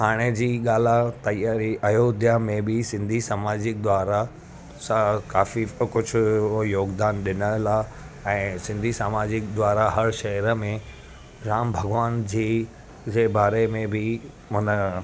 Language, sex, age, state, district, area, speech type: Sindhi, male, 30-45, Gujarat, Surat, urban, spontaneous